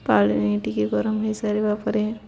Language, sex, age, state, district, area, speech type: Odia, female, 18-30, Odisha, Subarnapur, urban, spontaneous